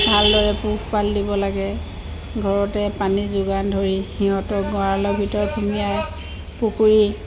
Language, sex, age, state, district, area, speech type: Assamese, female, 60+, Assam, Dibrugarh, rural, spontaneous